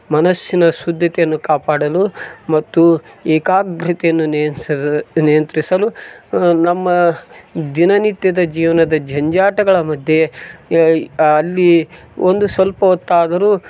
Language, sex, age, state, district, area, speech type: Kannada, male, 45-60, Karnataka, Koppal, rural, spontaneous